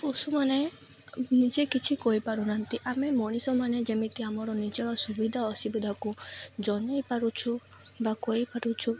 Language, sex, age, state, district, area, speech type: Odia, female, 18-30, Odisha, Malkangiri, urban, spontaneous